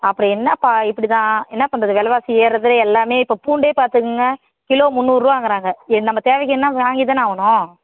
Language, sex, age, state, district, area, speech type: Tamil, female, 30-45, Tamil Nadu, Kallakurichi, rural, conversation